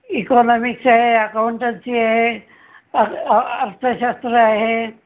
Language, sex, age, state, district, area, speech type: Marathi, male, 60+, Maharashtra, Pune, urban, conversation